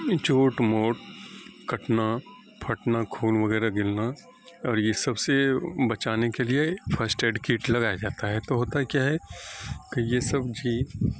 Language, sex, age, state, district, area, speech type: Urdu, male, 18-30, Bihar, Saharsa, rural, spontaneous